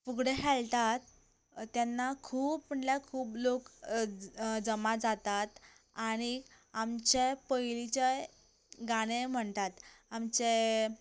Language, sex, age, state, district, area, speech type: Goan Konkani, female, 18-30, Goa, Canacona, rural, spontaneous